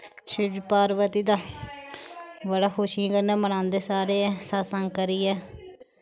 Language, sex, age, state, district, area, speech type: Dogri, female, 30-45, Jammu and Kashmir, Samba, rural, spontaneous